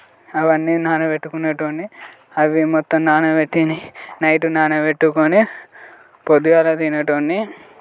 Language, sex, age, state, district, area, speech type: Telugu, male, 18-30, Telangana, Peddapalli, rural, spontaneous